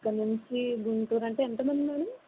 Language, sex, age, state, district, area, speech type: Telugu, female, 18-30, Andhra Pradesh, Kakinada, urban, conversation